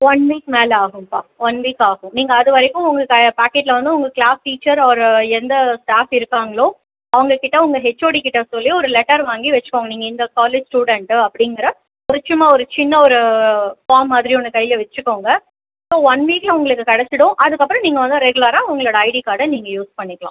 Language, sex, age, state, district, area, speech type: Tamil, female, 30-45, Tamil Nadu, Cuddalore, urban, conversation